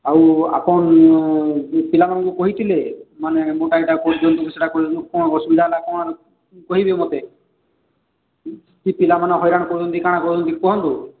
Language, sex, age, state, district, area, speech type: Odia, male, 45-60, Odisha, Sambalpur, rural, conversation